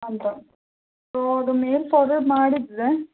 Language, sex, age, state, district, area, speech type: Kannada, female, 18-30, Karnataka, Bidar, urban, conversation